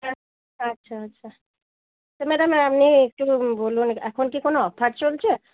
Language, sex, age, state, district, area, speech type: Bengali, female, 30-45, West Bengal, Murshidabad, urban, conversation